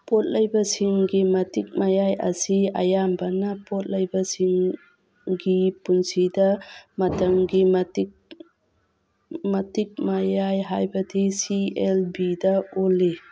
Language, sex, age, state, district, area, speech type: Manipuri, female, 45-60, Manipur, Churachandpur, rural, read